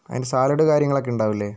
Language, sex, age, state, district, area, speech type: Malayalam, male, 30-45, Kerala, Wayanad, rural, spontaneous